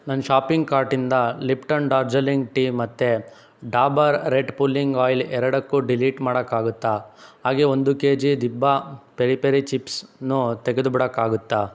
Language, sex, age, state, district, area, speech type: Kannada, male, 60+, Karnataka, Chikkaballapur, rural, read